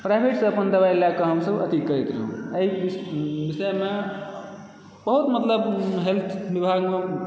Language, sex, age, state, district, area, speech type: Maithili, male, 18-30, Bihar, Supaul, urban, spontaneous